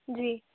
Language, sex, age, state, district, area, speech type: Hindi, female, 18-30, Madhya Pradesh, Bhopal, urban, conversation